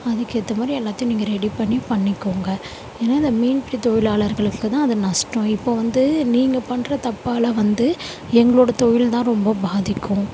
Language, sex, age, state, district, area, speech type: Tamil, female, 30-45, Tamil Nadu, Chennai, urban, spontaneous